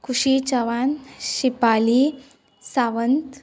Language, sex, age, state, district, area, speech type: Goan Konkani, female, 18-30, Goa, Murmgao, urban, spontaneous